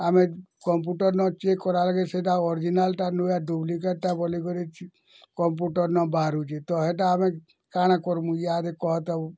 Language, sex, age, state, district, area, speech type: Odia, male, 60+, Odisha, Bargarh, urban, spontaneous